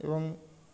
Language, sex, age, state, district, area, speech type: Bengali, male, 45-60, West Bengal, Birbhum, urban, spontaneous